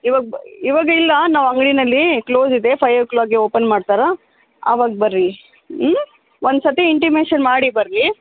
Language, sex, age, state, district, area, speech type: Kannada, female, 30-45, Karnataka, Bellary, rural, conversation